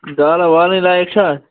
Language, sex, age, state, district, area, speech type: Kashmiri, male, 18-30, Jammu and Kashmir, Bandipora, rural, conversation